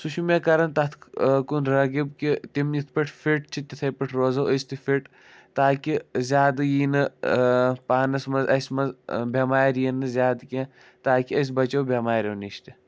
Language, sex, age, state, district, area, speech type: Kashmiri, male, 45-60, Jammu and Kashmir, Budgam, rural, spontaneous